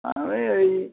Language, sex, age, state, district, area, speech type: Bengali, male, 45-60, West Bengal, Dakshin Dinajpur, rural, conversation